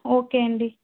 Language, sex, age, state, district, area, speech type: Telugu, female, 30-45, Andhra Pradesh, Vizianagaram, rural, conversation